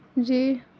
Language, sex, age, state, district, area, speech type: Urdu, female, 18-30, Delhi, Central Delhi, urban, spontaneous